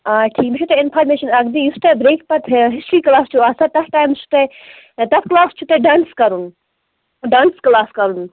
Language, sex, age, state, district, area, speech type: Kashmiri, female, 18-30, Jammu and Kashmir, Baramulla, rural, conversation